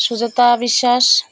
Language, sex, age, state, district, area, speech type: Odia, female, 45-60, Odisha, Malkangiri, urban, spontaneous